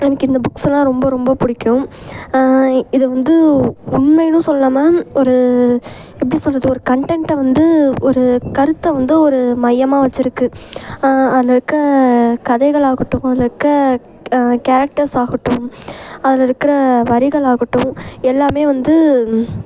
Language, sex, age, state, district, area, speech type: Tamil, female, 18-30, Tamil Nadu, Thanjavur, urban, spontaneous